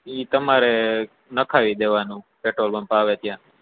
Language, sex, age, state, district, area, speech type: Gujarati, male, 18-30, Gujarat, Junagadh, urban, conversation